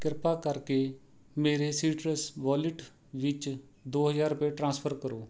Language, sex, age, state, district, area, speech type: Punjabi, male, 30-45, Punjab, Rupnagar, rural, read